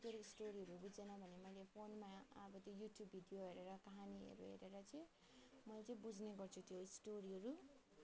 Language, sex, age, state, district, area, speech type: Nepali, female, 30-45, West Bengal, Alipurduar, rural, spontaneous